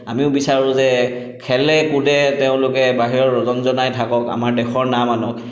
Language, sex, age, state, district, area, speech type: Assamese, male, 30-45, Assam, Chirang, urban, spontaneous